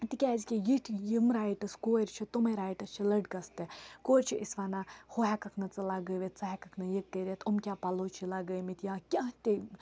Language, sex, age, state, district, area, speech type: Kashmiri, female, 18-30, Jammu and Kashmir, Baramulla, urban, spontaneous